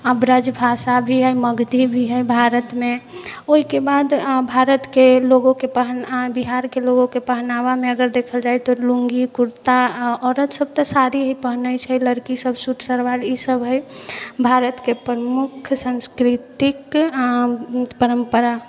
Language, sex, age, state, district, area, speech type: Maithili, female, 18-30, Bihar, Sitamarhi, urban, spontaneous